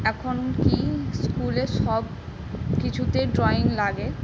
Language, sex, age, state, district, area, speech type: Bengali, female, 18-30, West Bengal, Howrah, urban, spontaneous